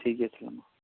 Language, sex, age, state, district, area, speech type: Santali, male, 18-30, West Bengal, Bankura, rural, conversation